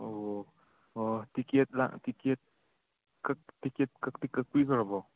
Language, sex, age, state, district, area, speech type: Manipuri, male, 18-30, Manipur, Churachandpur, rural, conversation